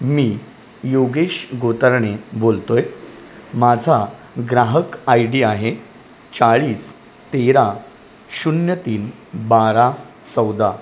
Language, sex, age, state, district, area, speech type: Marathi, male, 30-45, Maharashtra, Palghar, rural, spontaneous